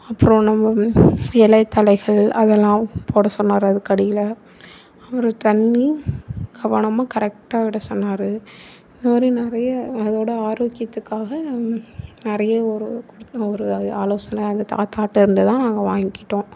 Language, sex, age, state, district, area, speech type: Tamil, female, 18-30, Tamil Nadu, Tiruvarur, urban, spontaneous